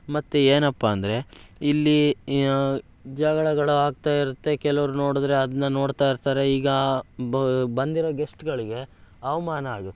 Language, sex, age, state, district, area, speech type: Kannada, male, 18-30, Karnataka, Shimoga, rural, spontaneous